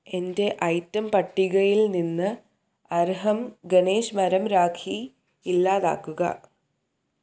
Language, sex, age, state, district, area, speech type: Malayalam, female, 18-30, Kerala, Thiruvananthapuram, urban, read